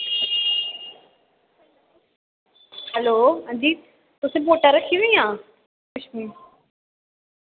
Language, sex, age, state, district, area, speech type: Dogri, female, 18-30, Jammu and Kashmir, Samba, rural, conversation